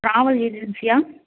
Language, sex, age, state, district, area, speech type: Tamil, female, 30-45, Tamil Nadu, Madurai, rural, conversation